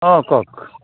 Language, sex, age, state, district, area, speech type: Assamese, male, 45-60, Assam, Dibrugarh, rural, conversation